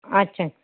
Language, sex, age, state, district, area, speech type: Marathi, female, 45-60, Maharashtra, Kolhapur, urban, conversation